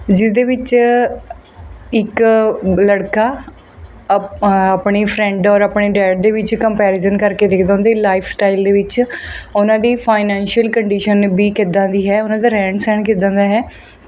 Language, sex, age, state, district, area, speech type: Punjabi, female, 30-45, Punjab, Mohali, rural, spontaneous